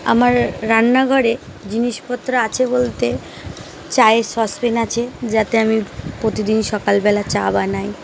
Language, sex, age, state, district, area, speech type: Bengali, female, 30-45, West Bengal, Uttar Dinajpur, urban, spontaneous